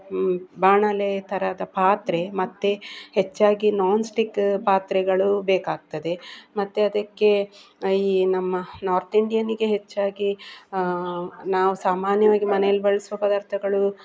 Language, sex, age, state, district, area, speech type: Kannada, female, 45-60, Karnataka, Udupi, rural, spontaneous